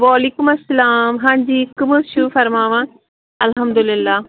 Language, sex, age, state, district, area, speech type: Kashmiri, female, 30-45, Jammu and Kashmir, Srinagar, urban, conversation